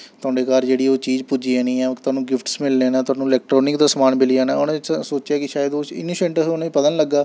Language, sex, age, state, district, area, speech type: Dogri, male, 18-30, Jammu and Kashmir, Samba, rural, spontaneous